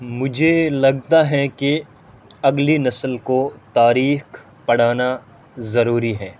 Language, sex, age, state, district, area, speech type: Urdu, male, 18-30, Delhi, North East Delhi, rural, spontaneous